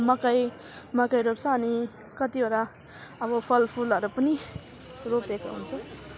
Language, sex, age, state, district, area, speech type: Nepali, female, 18-30, West Bengal, Alipurduar, rural, spontaneous